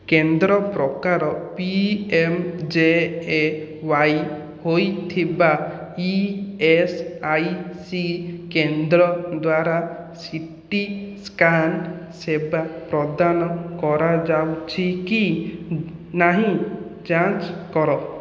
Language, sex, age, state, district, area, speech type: Odia, male, 18-30, Odisha, Khordha, rural, read